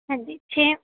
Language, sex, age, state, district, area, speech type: Punjabi, female, 18-30, Punjab, Fazilka, rural, conversation